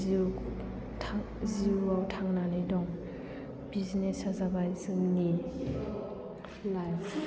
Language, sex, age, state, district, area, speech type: Bodo, female, 18-30, Assam, Chirang, urban, spontaneous